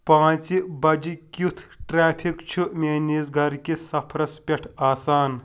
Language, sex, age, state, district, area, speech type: Kashmiri, male, 30-45, Jammu and Kashmir, Pulwama, urban, read